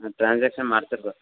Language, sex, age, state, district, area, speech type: Kannada, male, 18-30, Karnataka, Davanagere, rural, conversation